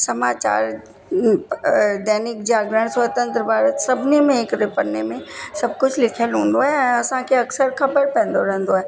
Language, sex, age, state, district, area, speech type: Sindhi, female, 60+, Uttar Pradesh, Lucknow, rural, spontaneous